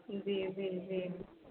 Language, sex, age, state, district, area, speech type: Hindi, female, 30-45, Uttar Pradesh, Sitapur, rural, conversation